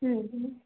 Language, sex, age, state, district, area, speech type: Kannada, female, 18-30, Karnataka, Mandya, rural, conversation